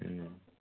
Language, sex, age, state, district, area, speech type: Bengali, male, 30-45, West Bengal, South 24 Parganas, rural, conversation